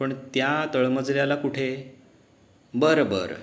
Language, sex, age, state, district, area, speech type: Marathi, male, 30-45, Maharashtra, Ratnagiri, urban, spontaneous